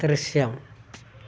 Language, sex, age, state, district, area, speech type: Malayalam, male, 60+, Kerala, Malappuram, rural, read